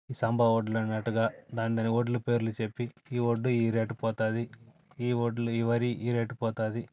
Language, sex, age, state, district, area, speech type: Telugu, male, 45-60, Andhra Pradesh, Sri Balaji, urban, spontaneous